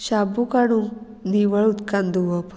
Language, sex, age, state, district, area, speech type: Goan Konkani, female, 18-30, Goa, Murmgao, urban, spontaneous